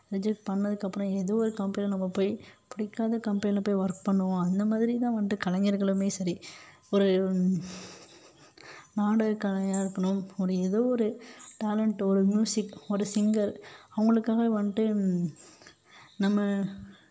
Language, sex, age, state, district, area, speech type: Tamil, female, 30-45, Tamil Nadu, Mayiladuthurai, rural, spontaneous